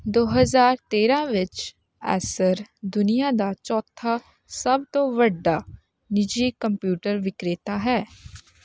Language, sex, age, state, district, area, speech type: Punjabi, female, 18-30, Punjab, Hoshiarpur, rural, read